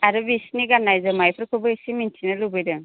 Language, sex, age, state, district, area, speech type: Bodo, female, 18-30, Assam, Chirang, urban, conversation